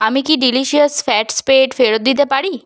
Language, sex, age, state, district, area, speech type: Bengali, female, 18-30, West Bengal, South 24 Parganas, rural, read